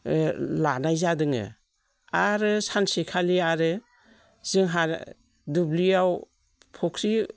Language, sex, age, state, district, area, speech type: Bodo, female, 45-60, Assam, Baksa, rural, spontaneous